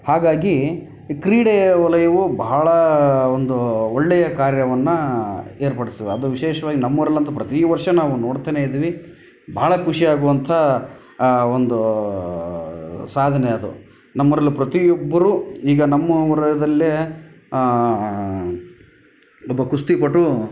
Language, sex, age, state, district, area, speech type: Kannada, male, 30-45, Karnataka, Vijayanagara, rural, spontaneous